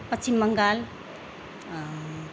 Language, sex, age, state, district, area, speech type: Nepali, female, 30-45, West Bengal, Jalpaiguri, urban, spontaneous